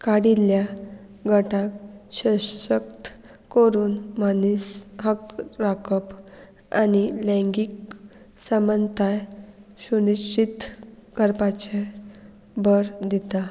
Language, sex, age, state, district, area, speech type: Goan Konkani, female, 18-30, Goa, Murmgao, urban, spontaneous